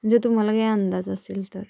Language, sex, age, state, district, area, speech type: Marathi, female, 18-30, Maharashtra, Sangli, urban, spontaneous